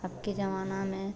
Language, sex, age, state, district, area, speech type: Hindi, female, 18-30, Bihar, Madhepura, rural, spontaneous